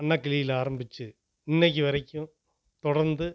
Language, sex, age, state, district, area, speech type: Tamil, male, 45-60, Tamil Nadu, Namakkal, rural, spontaneous